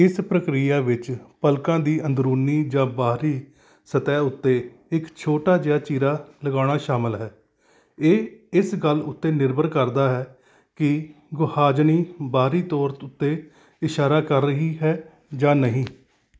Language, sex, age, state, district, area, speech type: Punjabi, male, 45-60, Punjab, Kapurthala, urban, read